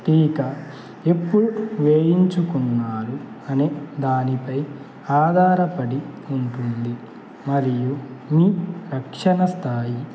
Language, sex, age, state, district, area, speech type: Telugu, male, 18-30, Andhra Pradesh, Annamaya, rural, spontaneous